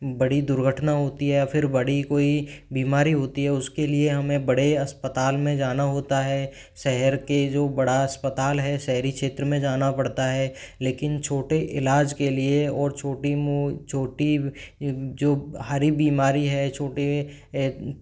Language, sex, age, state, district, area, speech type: Hindi, male, 30-45, Rajasthan, Jaipur, urban, spontaneous